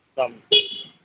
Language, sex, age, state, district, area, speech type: Urdu, male, 45-60, Uttar Pradesh, Muzaffarnagar, urban, conversation